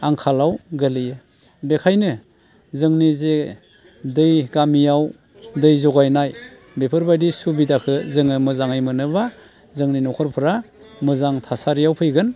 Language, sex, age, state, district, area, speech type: Bodo, male, 60+, Assam, Baksa, urban, spontaneous